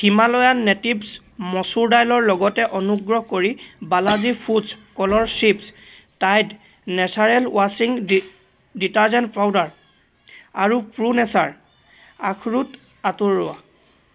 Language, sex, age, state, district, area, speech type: Assamese, male, 18-30, Assam, Sivasagar, rural, read